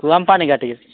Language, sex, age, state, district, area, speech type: Odia, male, 18-30, Odisha, Nabarangpur, urban, conversation